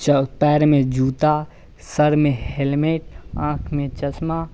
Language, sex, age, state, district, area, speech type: Hindi, male, 18-30, Bihar, Samastipur, rural, spontaneous